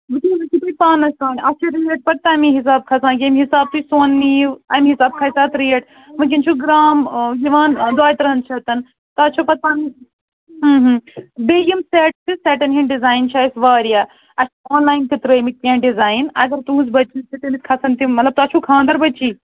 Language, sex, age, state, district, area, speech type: Kashmiri, female, 30-45, Jammu and Kashmir, Srinagar, urban, conversation